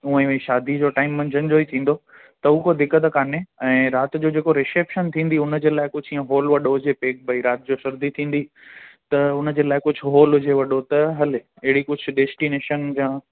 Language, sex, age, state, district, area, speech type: Sindhi, male, 18-30, Gujarat, Junagadh, urban, conversation